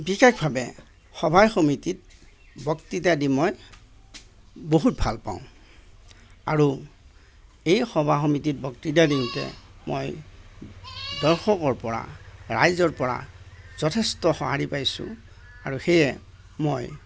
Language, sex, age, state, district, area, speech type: Assamese, male, 45-60, Assam, Darrang, rural, spontaneous